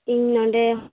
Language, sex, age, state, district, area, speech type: Santali, female, 18-30, West Bengal, Purba Bardhaman, rural, conversation